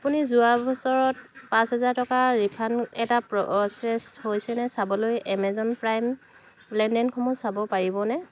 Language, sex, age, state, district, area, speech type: Assamese, female, 30-45, Assam, Dhemaji, urban, read